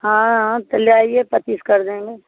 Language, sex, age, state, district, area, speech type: Hindi, female, 60+, Bihar, Samastipur, rural, conversation